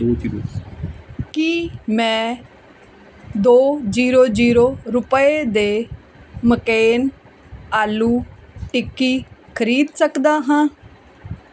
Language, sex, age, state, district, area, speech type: Punjabi, female, 45-60, Punjab, Fazilka, rural, read